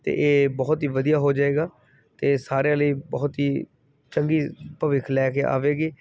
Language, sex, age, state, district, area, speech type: Punjabi, male, 30-45, Punjab, Kapurthala, urban, spontaneous